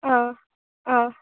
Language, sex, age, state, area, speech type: Tamil, female, 18-30, Tamil Nadu, urban, conversation